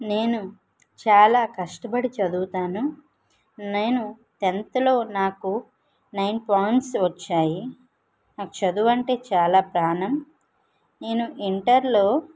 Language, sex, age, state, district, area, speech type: Telugu, female, 45-60, Andhra Pradesh, Vizianagaram, rural, spontaneous